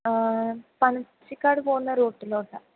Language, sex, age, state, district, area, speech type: Malayalam, female, 30-45, Kerala, Kottayam, urban, conversation